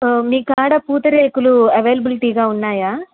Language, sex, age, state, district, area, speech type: Telugu, female, 18-30, Andhra Pradesh, Nellore, rural, conversation